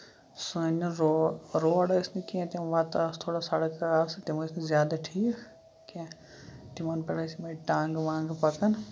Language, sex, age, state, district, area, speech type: Kashmiri, male, 18-30, Jammu and Kashmir, Shopian, rural, spontaneous